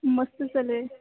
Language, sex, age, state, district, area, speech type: Marathi, female, 18-30, Maharashtra, Amravati, urban, conversation